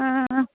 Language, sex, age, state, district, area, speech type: Odia, female, 18-30, Odisha, Ganjam, urban, conversation